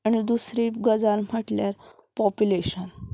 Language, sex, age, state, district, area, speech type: Goan Konkani, female, 18-30, Goa, Pernem, rural, spontaneous